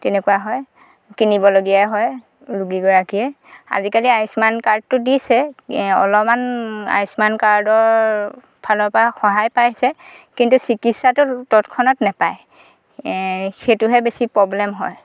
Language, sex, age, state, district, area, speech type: Assamese, female, 30-45, Assam, Golaghat, urban, spontaneous